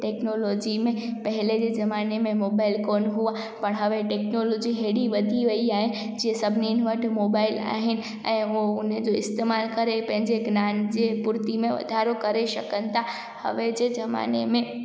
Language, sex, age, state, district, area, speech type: Sindhi, female, 18-30, Gujarat, Junagadh, rural, spontaneous